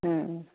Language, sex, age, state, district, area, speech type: Hindi, female, 60+, Uttar Pradesh, Pratapgarh, rural, conversation